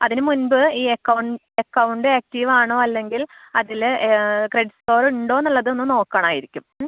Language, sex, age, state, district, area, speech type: Malayalam, female, 30-45, Kerala, Thrissur, rural, conversation